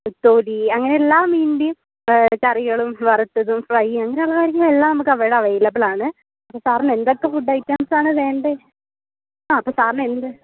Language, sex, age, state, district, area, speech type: Malayalam, female, 18-30, Kerala, Kozhikode, urban, conversation